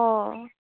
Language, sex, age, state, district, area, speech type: Assamese, female, 18-30, Assam, Lakhimpur, rural, conversation